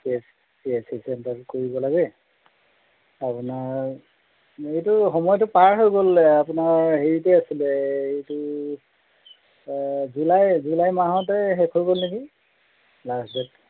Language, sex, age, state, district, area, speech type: Assamese, male, 45-60, Assam, Golaghat, urban, conversation